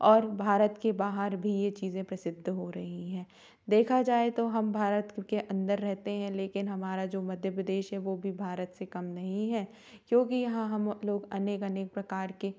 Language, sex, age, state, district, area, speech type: Hindi, female, 30-45, Madhya Pradesh, Jabalpur, urban, spontaneous